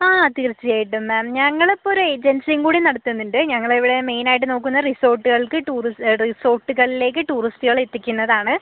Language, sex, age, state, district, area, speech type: Malayalam, female, 18-30, Kerala, Kozhikode, rural, conversation